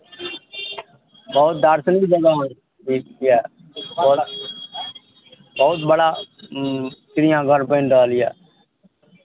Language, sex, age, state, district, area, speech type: Maithili, male, 60+, Bihar, Araria, urban, conversation